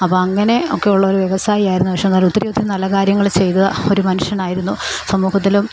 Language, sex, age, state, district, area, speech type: Malayalam, female, 45-60, Kerala, Alappuzha, urban, spontaneous